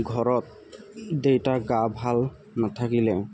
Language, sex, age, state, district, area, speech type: Assamese, male, 18-30, Assam, Tinsukia, rural, spontaneous